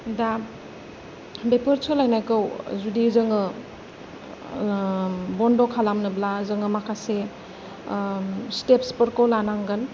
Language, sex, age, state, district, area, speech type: Bodo, female, 30-45, Assam, Kokrajhar, rural, spontaneous